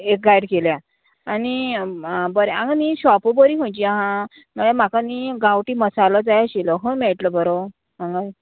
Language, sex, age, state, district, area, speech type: Goan Konkani, female, 45-60, Goa, Murmgao, rural, conversation